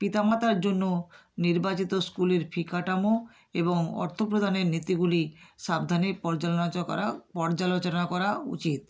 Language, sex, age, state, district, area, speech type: Bengali, female, 60+, West Bengal, Nadia, rural, spontaneous